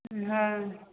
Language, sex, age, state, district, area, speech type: Maithili, female, 30-45, Bihar, Supaul, rural, conversation